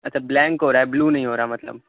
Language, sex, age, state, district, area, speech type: Urdu, male, 18-30, Delhi, North West Delhi, urban, conversation